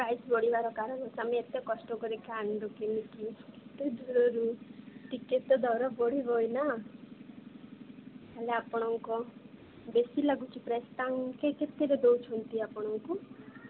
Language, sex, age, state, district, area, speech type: Odia, female, 18-30, Odisha, Malkangiri, urban, conversation